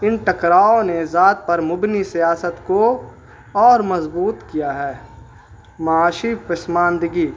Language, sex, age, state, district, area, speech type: Urdu, male, 18-30, Bihar, Gaya, urban, spontaneous